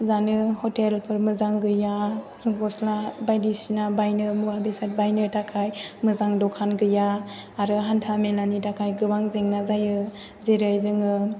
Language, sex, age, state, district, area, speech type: Bodo, female, 18-30, Assam, Chirang, rural, spontaneous